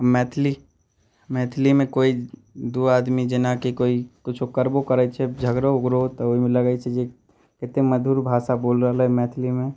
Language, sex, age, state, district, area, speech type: Maithili, male, 18-30, Bihar, Muzaffarpur, rural, spontaneous